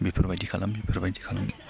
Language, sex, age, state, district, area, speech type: Bodo, male, 18-30, Assam, Baksa, rural, spontaneous